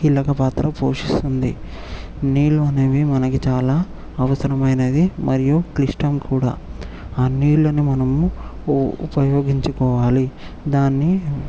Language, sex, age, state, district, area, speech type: Telugu, male, 18-30, Telangana, Vikarabad, urban, spontaneous